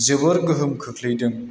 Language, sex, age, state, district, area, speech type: Bodo, male, 30-45, Assam, Chirang, rural, spontaneous